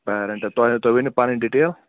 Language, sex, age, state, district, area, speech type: Kashmiri, male, 18-30, Jammu and Kashmir, Kulgam, urban, conversation